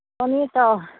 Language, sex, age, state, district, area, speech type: Nepali, female, 30-45, West Bengal, Kalimpong, rural, conversation